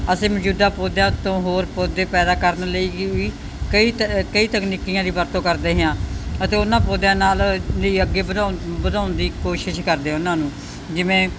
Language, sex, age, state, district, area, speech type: Punjabi, female, 60+, Punjab, Bathinda, urban, spontaneous